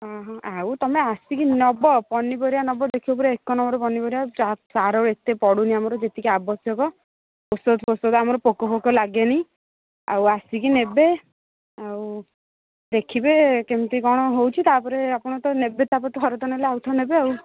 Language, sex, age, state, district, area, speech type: Odia, female, 45-60, Odisha, Angul, rural, conversation